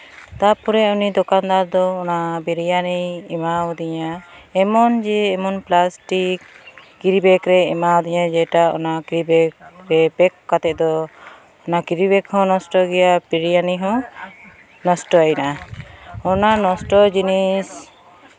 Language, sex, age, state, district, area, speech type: Santali, female, 30-45, West Bengal, Malda, rural, spontaneous